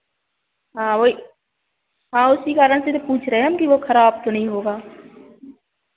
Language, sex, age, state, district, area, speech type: Hindi, female, 18-30, Madhya Pradesh, Narsinghpur, rural, conversation